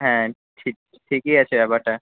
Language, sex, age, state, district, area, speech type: Bengali, male, 18-30, West Bengal, Kolkata, urban, conversation